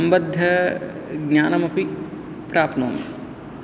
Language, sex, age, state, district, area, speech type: Sanskrit, male, 18-30, Andhra Pradesh, Guntur, urban, spontaneous